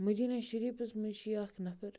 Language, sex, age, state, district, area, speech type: Kashmiri, male, 18-30, Jammu and Kashmir, Kupwara, rural, spontaneous